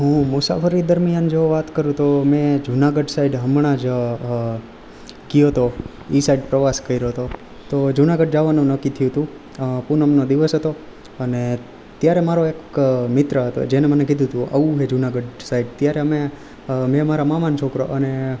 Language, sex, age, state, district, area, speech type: Gujarati, male, 18-30, Gujarat, Rajkot, rural, spontaneous